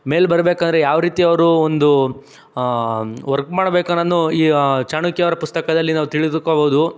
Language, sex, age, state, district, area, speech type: Kannada, male, 60+, Karnataka, Chikkaballapur, rural, spontaneous